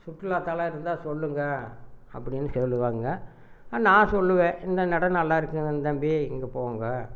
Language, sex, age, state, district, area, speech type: Tamil, male, 60+, Tamil Nadu, Erode, rural, spontaneous